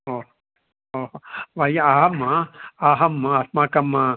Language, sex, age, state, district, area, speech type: Sanskrit, male, 60+, Karnataka, Bangalore Urban, urban, conversation